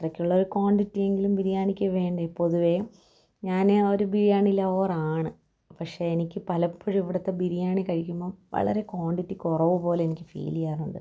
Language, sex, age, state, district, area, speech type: Malayalam, female, 30-45, Kerala, Thiruvananthapuram, rural, spontaneous